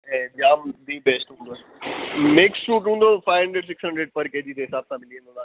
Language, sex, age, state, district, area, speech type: Sindhi, male, 30-45, Gujarat, Kutch, rural, conversation